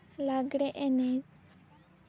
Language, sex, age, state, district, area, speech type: Santali, female, 18-30, West Bengal, Purba Bardhaman, rural, spontaneous